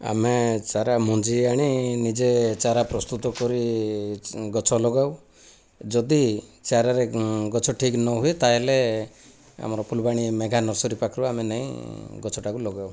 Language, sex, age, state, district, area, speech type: Odia, male, 30-45, Odisha, Kandhamal, rural, spontaneous